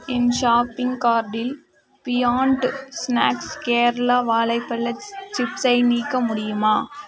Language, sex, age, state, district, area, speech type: Tamil, female, 30-45, Tamil Nadu, Mayiladuthurai, urban, read